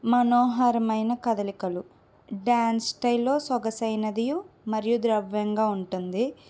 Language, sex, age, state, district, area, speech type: Telugu, female, 30-45, Andhra Pradesh, Eluru, urban, spontaneous